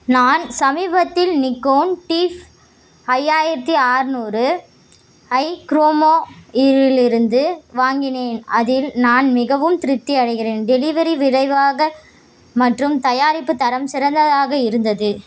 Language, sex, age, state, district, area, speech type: Tamil, female, 18-30, Tamil Nadu, Vellore, urban, read